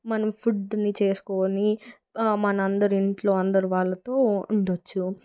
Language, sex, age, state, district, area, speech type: Telugu, female, 18-30, Telangana, Hyderabad, urban, spontaneous